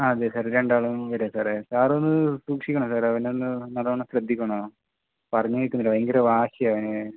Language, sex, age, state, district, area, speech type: Malayalam, male, 18-30, Kerala, Kasaragod, rural, conversation